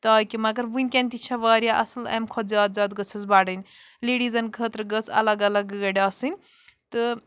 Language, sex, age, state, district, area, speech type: Kashmiri, female, 18-30, Jammu and Kashmir, Bandipora, rural, spontaneous